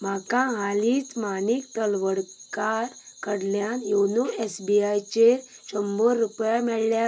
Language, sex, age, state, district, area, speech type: Goan Konkani, female, 18-30, Goa, Quepem, rural, read